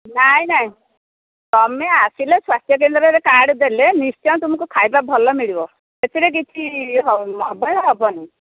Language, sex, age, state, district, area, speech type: Odia, female, 45-60, Odisha, Angul, rural, conversation